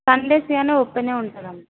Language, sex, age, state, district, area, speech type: Telugu, female, 18-30, Telangana, Sangareddy, rural, conversation